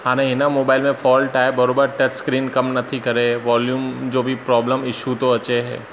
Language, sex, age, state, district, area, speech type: Sindhi, male, 30-45, Gujarat, Surat, urban, spontaneous